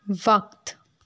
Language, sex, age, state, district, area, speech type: Urdu, female, 18-30, Uttar Pradesh, Shahjahanpur, rural, read